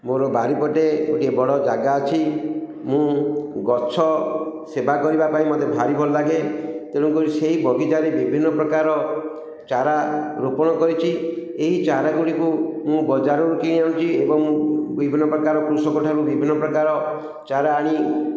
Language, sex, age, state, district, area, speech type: Odia, male, 45-60, Odisha, Ganjam, urban, spontaneous